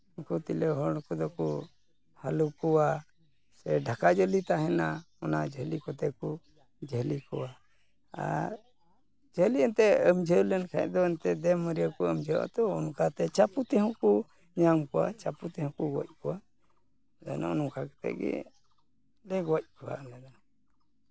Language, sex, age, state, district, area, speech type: Santali, male, 45-60, West Bengal, Malda, rural, spontaneous